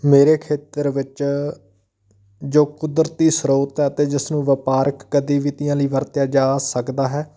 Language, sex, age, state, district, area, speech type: Punjabi, male, 30-45, Punjab, Patiala, rural, spontaneous